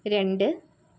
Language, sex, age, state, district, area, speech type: Malayalam, female, 30-45, Kerala, Wayanad, rural, read